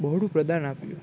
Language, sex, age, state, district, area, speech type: Gujarati, male, 18-30, Gujarat, Rajkot, urban, spontaneous